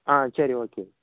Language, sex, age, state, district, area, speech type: Tamil, male, 18-30, Tamil Nadu, Thanjavur, rural, conversation